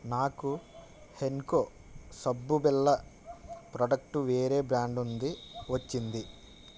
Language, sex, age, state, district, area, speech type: Telugu, male, 30-45, Andhra Pradesh, West Godavari, rural, read